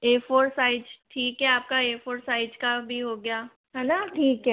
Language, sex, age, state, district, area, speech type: Hindi, male, 60+, Rajasthan, Jaipur, urban, conversation